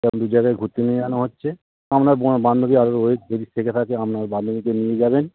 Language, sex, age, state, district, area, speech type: Bengali, male, 30-45, West Bengal, Howrah, urban, conversation